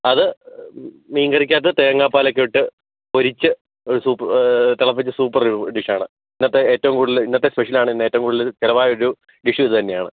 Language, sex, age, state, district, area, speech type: Malayalam, male, 18-30, Kerala, Kottayam, rural, conversation